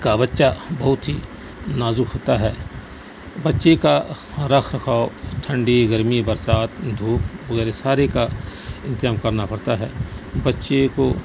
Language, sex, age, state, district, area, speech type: Urdu, male, 45-60, Bihar, Saharsa, rural, spontaneous